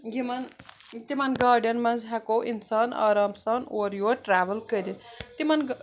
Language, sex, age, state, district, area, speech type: Kashmiri, female, 45-60, Jammu and Kashmir, Srinagar, urban, spontaneous